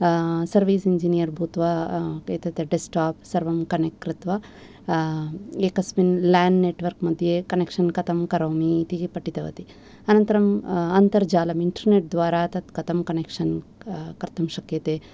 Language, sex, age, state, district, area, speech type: Sanskrit, female, 45-60, Tamil Nadu, Thanjavur, urban, spontaneous